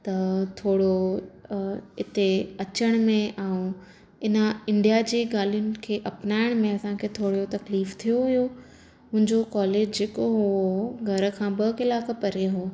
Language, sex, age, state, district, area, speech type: Sindhi, female, 18-30, Maharashtra, Thane, urban, spontaneous